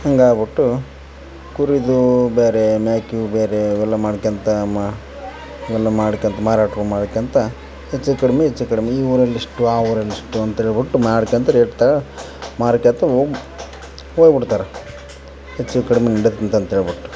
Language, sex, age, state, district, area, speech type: Kannada, male, 30-45, Karnataka, Vijayanagara, rural, spontaneous